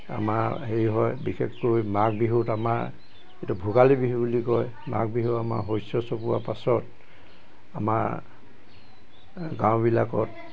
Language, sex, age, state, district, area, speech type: Assamese, male, 60+, Assam, Dibrugarh, urban, spontaneous